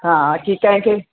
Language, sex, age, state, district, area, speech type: Sindhi, female, 45-60, Uttar Pradesh, Lucknow, rural, conversation